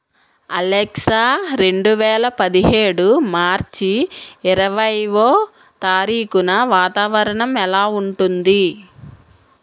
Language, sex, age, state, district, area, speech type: Telugu, female, 18-30, Telangana, Mancherial, rural, read